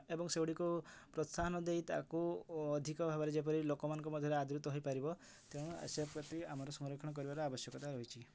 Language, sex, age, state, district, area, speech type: Odia, male, 30-45, Odisha, Mayurbhanj, rural, spontaneous